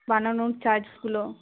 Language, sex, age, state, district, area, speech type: Bengali, female, 30-45, West Bengal, Paschim Bardhaman, urban, conversation